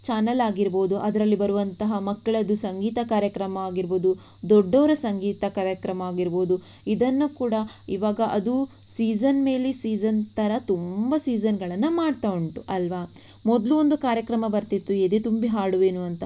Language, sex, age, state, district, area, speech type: Kannada, female, 18-30, Karnataka, Shimoga, rural, spontaneous